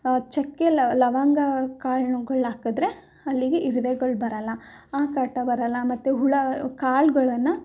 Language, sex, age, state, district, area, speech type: Kannada, female, 18-30, Karnataka, Mysore, urban, spontaneous